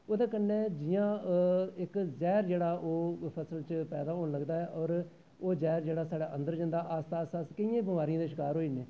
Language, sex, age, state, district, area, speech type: Dogri, male, 45-60, Jammu and Kashmir, Jammu, rural, spontaneous